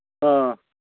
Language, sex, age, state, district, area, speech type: Manipuri, male, 45-60, Manipur, Kangpokpi, urban, conversation